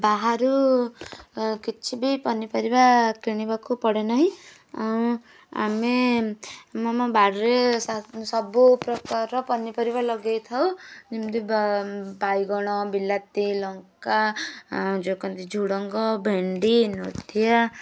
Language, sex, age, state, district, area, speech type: Odia, female, 18-30, Odisha, Kendujhar, urban, spontaneous